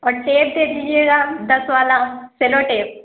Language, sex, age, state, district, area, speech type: Urdu, female, 30-45, Uttar Pradesh, Lucknow, rural, conversation